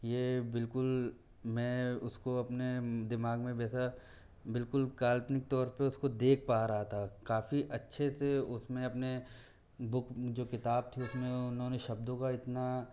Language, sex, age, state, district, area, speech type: Hindi, male, 18-30, Madhya Pradesh, Bhopal, urban, spontaneous